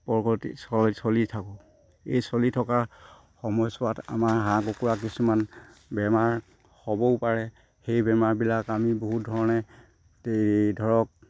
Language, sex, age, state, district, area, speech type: Assamese, male, 60+, Assam, Sivasagar, rural, spontaneous